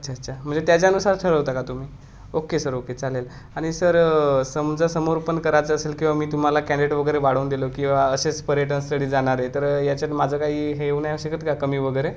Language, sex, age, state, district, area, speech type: Marathi, male, 18-30, Maharashtra, Gadchiroli, rural, spontaneous